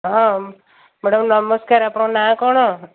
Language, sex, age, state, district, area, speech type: Odia, female, 60+, Odisha, Gajapati, rural, conversation